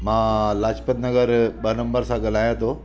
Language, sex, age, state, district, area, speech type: Sindhi, male, 45-60, Delhi, South Delhi, rural, spontaneous